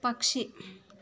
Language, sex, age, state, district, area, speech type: Malayalam, female, 45-60, Kerala, Kasaragod, urban, read